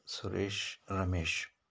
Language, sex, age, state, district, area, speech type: Kannada, male, 45-60, Karnataka, Shimoga, rural, spontaneous